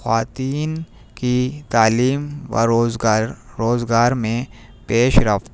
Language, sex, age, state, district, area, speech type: Urdu, male, 30-45, Delhi, New Delhi, urban, spontaneous